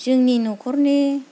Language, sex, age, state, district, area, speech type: Bodo, female, 30-45, Assam, Kokrajhar, rural, spontaneous